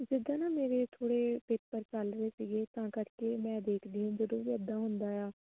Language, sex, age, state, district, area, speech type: Punjabi, female, 18-30, Punjab, Fatehgarh Sahib, urban, conversation